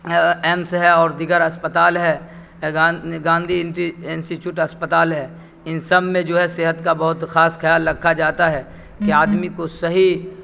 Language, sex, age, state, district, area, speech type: Urdu, male, 45-60, Bihar, Supaul, rural, spontaneous